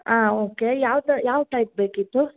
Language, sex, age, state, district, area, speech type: Kannada, female, 18-30, Karnataka, Hassan, urban, conversation